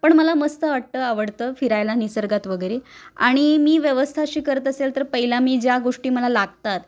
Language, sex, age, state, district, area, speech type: Marathi, female, 30-45, Maharashtra, Kolhapur, urban, spontaneous